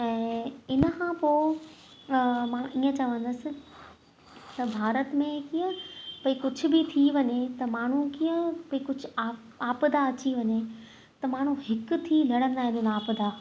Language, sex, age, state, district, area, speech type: Sindhi, female, 30-45, Gujarat, Kutch, urban, spontaneous